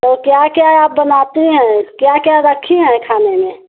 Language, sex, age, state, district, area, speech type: Hindi, female, 60+, Uttar Pradesh, Mau, urban, conversation